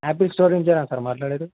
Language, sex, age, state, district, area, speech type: Telugu, male, 18-30, Telangana, Yadadri Bhuvanagiri, urban, conversation